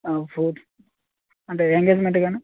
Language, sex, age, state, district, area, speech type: Telugu, male, 30-45, Telangana, Khammam, urban, conversation